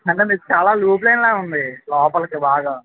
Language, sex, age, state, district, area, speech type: Telugu, male, 30-45, Andhra Pradesh, Alluri Sitarama Raju, rural, conversation